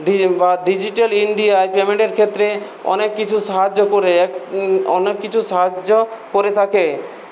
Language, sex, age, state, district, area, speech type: Bengali, male, 18-30, West Bengal, Purulia, rural, spontaneous